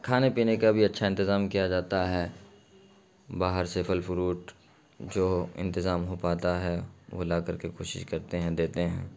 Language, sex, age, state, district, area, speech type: Urdu, male, 30-45, Bihar, Khagaria, rural, spontaneous